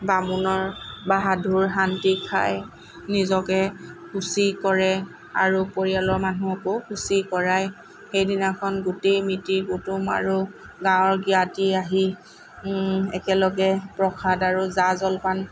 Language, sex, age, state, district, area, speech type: Assamese, female, 30-45, Assam, Lakhimpur, rural, spontaneous